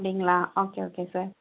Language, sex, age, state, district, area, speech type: Tamil, female, 30-45, Tamil Nadu, Mayiladuthurai, rural, conversation